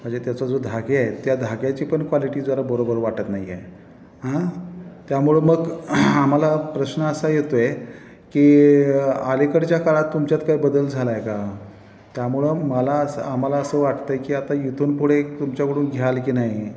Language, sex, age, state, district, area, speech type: Marathi, male, 45-60, Maharashtra, Satara, urban, spontaneous